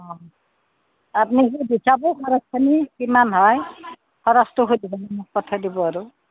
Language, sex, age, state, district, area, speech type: Assamese, female, 45-60, Assam, Udalguri, rural, conversation